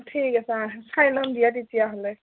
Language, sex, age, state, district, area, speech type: Assamese, female, 30-45, Assam, Dhemaji, urban, conversation